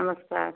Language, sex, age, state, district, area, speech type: Hindi, female, 60+, Uttar Pradesh, Chandauli, rural, conversation